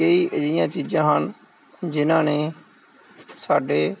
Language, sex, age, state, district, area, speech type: Punjabi, male, 45-60, Punjab, Gurdaspur, rural, spontaneous